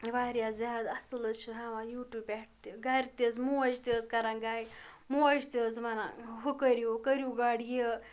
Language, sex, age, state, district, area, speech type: Kashmiri, female, 18-30, Jammu and Kashmir, Ganderbal, rural, spontaneous